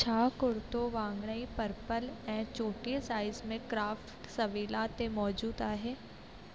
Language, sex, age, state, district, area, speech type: Sindhi, female, 18-30, Rajasthan, Ajmer, urban, read